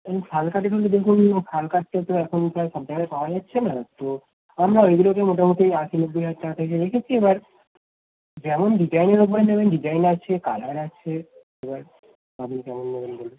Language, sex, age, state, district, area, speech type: Bengali, male, 18-30, West Bengal, Darjeeling, rural, conversation